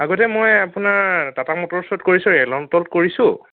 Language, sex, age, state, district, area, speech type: Assamese, male, 30-45, Assam, Nagaon, rural, conversation